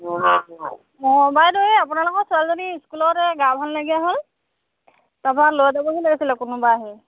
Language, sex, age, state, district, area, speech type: Assamese, female, 45-60, Assam, Lakhimpur, rural, conversation